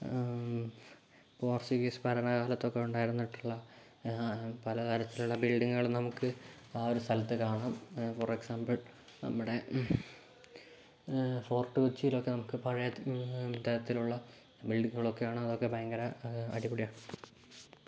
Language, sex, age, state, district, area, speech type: Malayalam, male, 18-30, Kerala, Kozhikode, urban, spontaneous